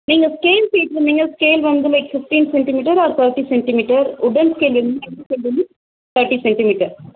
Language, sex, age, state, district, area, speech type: Tamil, female, 45-60, Tamil Nadu, Pudukkottai, rural, conversation